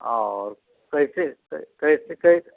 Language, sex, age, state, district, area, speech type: Hindi, male, 45-60, Uttar Pradesh, Azamgarh, rural, conversation